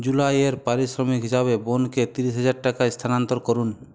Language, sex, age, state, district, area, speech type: Bengali, male, 30-45, West Bengal, Purulia, urban, read